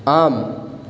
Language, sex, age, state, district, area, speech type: Sanskrit, male, 18-30, Karnataka, Uttara Kannada, rural, read